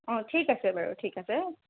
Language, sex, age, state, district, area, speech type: Assamese, female, 18-30, Assam, Nalbari, rural, conversation